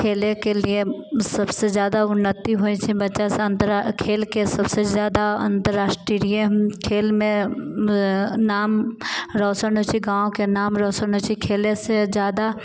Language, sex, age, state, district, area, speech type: Maithili, female, 18-30, Bihar, Sitamarhi, rural, spontaneous